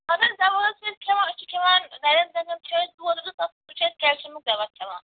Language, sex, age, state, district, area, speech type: Kashmiri, female, 45-60, Jammu and Kashmir, Kupwara, rural, conversation